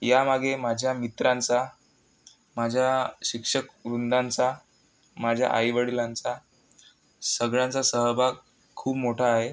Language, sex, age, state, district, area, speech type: Marathi, male, 18-30, Maharashtra, Amravati, rural, spontaneous